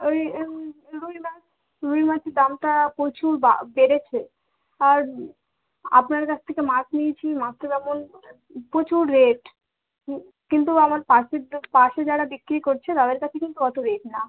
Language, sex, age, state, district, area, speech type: Bengali, female, 18-30, West Bengal, Howrah, urban, conversation